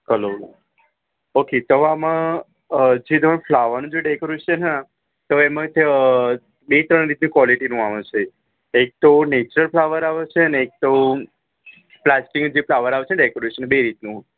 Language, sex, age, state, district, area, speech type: Gujarati, male, 30-45, Gujarat, Ahmedabad, urban, conversation